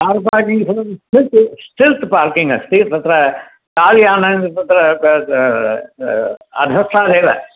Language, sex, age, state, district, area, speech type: Sanskrit, male, 60+, Tamil Nadu, Thanjavur, urban, conversation